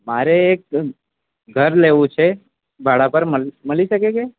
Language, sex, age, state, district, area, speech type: Gujarati, male, 18-30, Gujarat, Valsad, rural, conversation